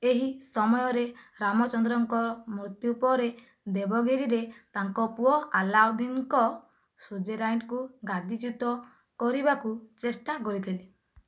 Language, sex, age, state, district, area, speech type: Odia, female, 45-60, Odisha, Kandhamal, rural, read